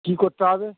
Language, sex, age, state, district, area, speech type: Bengali, male, 45-60, West Bengal, Darjeeling, rural, conversation